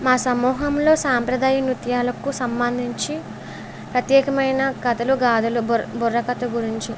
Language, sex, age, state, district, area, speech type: Telugu, female, 18-30, Andhra Pradesh, Eluru, rural, spontaneous